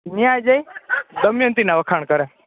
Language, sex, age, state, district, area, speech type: Gujarati, male, 18-30, Gujarat, Rajkot, urban, conversation